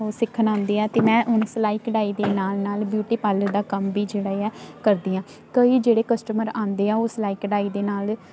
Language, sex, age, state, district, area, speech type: Punjabi, female, 18-30, Punjab, Hoshiarpur, rural, spontaneous